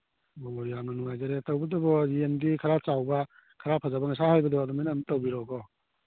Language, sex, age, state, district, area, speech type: Manipuri, male, 18-30, Manipur, Churachandpur, rural, conversation